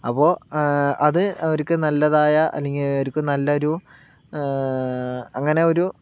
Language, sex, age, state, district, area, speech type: Malayalam, male, 30-45, Kerala, Palakkad, rural, spontaneous